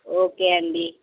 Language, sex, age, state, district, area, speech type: Telugu, female, 30-45, Telangana, Peddapalli, rural, conversation